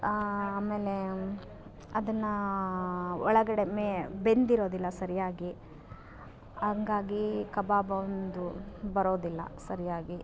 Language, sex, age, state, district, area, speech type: Kannada, female, 30-45, Karnataka, Vijayanagara, rural, spontaneous